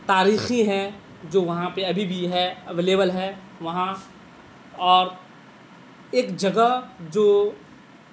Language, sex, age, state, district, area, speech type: Urdu, male, 18-30, Bihar, Madhubani, urban, spontaneous